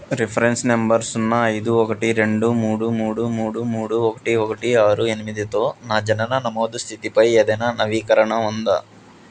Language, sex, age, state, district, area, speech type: Telugu, male, 18-30, Andhra Pradesh, Krishna, urban, read